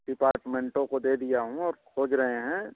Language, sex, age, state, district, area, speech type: Hindi, male, 30-45, Uttar Pradesh, Bhadohi, rural, conversation